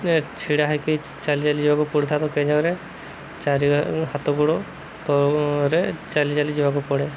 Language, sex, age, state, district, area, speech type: Odia, male, 30-45, Odisha, Subarnapur, urban, spontaneous